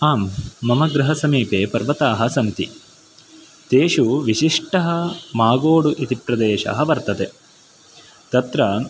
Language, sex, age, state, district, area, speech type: Sanskrit, male, 18-30, Karnataka, Uttara Kannada, urban, spontaneous